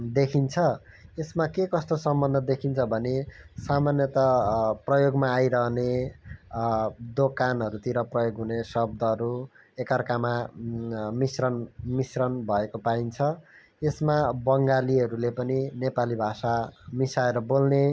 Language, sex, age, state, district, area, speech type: Nepali, male, 18-30, West Bengal, Kalimpong, rural, spontaneous